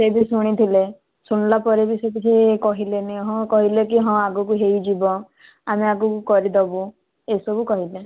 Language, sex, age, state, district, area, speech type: Odia, female, 18-30, Odisha, Kandhamal, rural, conversation